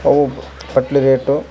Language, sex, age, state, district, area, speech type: Kannada, male, 30-45, Karnataka, Vijayanagara, rural, spontaneous